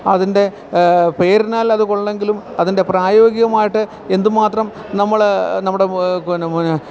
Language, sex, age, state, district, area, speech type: Malayalam, male, 45-60, Kerala, Alappuzha, rural, spontaneous